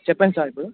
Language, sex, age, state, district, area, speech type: Telugu, male, 18-30, Telangana, Bhadradri Kothagudem, urban, conversation